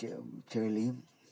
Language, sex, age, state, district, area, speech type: Malayalam, male, 60+, Kerala, Kasaragod, rural, spontaneous